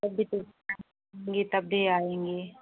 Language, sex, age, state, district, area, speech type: Hindi, female, 45-60, Uttar Pradesh, Prayagraj, rural, conversation